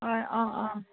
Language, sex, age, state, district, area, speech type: Assamese, female, 30-45, Assam, Dhemaji, rural, conversation